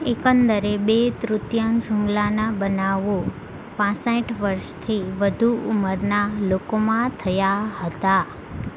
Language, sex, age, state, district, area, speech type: Gujarati, female, 18-30, Gujarat, Ahmedabad, urban, read